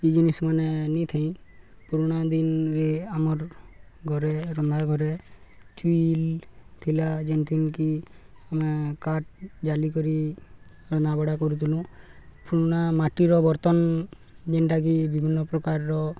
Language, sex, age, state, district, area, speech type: Odia, male, 18-30, Odisha, Balangir, urban, spontaneous